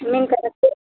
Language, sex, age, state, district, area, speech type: Telugu, female, 18-30, Andhra Pradesh, Visakhapatnam, urban, conversation